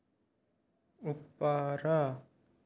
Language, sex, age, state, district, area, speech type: Odia, male, 18-30, Odisha, Nayagarh, rural, read